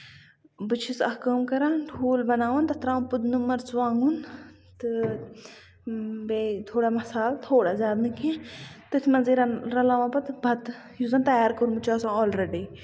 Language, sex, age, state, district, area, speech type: Kashmiri, female, 30-45, Jammu and Kashmir, Bandipora, rural, spontaneous